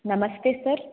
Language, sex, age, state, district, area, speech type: Kannada, female, 18-30, Karnataka, Chitradurga, urban, conversation